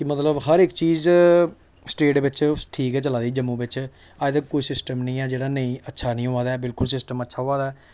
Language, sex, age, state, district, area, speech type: Dogri, male, 18-30, Jammu and Kashmir, Samba, rural, spontaneous